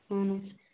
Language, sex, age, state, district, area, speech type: Kashmiri, female, 30-45, Jammu and Kashmir, Bandipora, rural, conversation